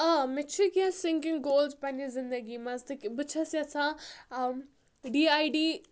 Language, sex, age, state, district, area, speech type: Kashmiri, female, 18-30, Jammu and Kashmir, Budgam, rural, spontaneous